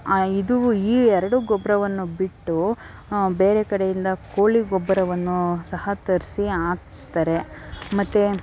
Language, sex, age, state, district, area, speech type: Kannada, female, 18-30, Karnataka, Tumkur, urban, spontaneous